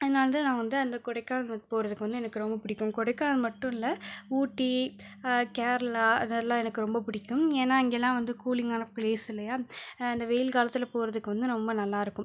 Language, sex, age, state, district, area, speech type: Tamil, female, 18-30, Tamil Nadu, Pudukkottai, rural, spontaneous